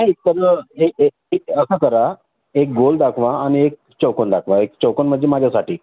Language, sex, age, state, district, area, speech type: Marathi, male, 45-60, Maharashtra, Nagpur, urban, conversation